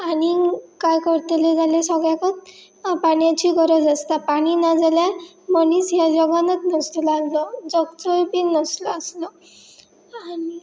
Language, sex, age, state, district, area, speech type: Goan Konkani, female, 18-30, Goa, Pernem, rural, spontaneous